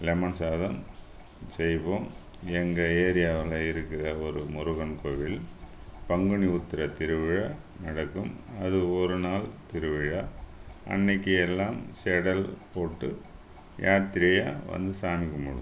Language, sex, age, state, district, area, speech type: Tamil, male, 60+, Tamil Nadu, Viluppuram, rural, spontaneous